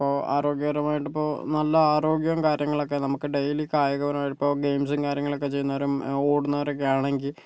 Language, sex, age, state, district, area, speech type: Malayalam, male, 30-45, Kerala, Kozhikode, urban, spontaneous